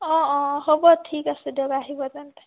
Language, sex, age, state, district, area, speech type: Assamese, female, 18-30, Assam, Biswanath, rural, conversation